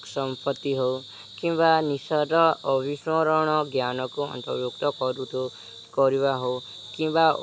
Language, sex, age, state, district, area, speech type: Odia, male, 18-30, Odisha, Subarnapur, urban, spontaneous